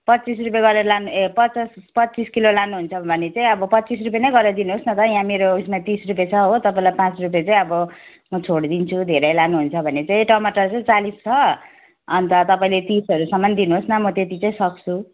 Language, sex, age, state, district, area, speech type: Nepali, female, 45-60, West Bengal, Jalpaiguri, urban, conversation